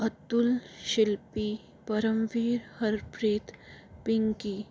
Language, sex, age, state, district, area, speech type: Hindi, female, 45-60, Rajasthan, Jaipur, urban, spontaneous